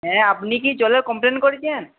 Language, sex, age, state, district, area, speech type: Bengali, male, 18-30, West Bengal, Uttar Dinajpur, urban, conversation